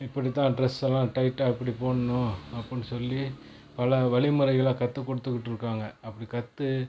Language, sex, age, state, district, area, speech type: Tamil, male, 30-45, Tamil Nadu, Tiruchirappalli, rural, spontaneous